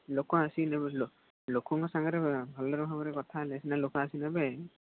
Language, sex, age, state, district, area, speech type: Odia, male, 18-30, Odisha, Jagatsinghpur, rural, conversation